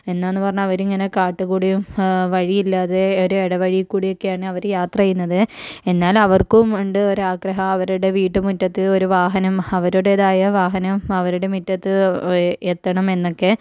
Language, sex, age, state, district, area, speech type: Malayalam, female, 45-60, Kerala, Kozhikode, urban, spontaneous